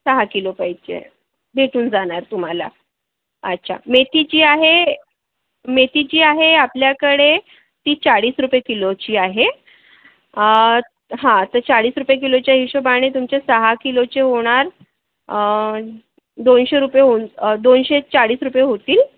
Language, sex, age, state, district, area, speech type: Marathi, female, 18-30, Maharashtra, Akola, urban, conversation